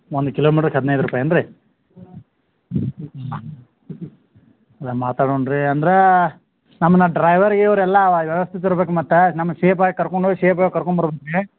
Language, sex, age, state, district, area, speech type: Kannada, male, 45-60, Karnataka, Belgaum, rural, conversation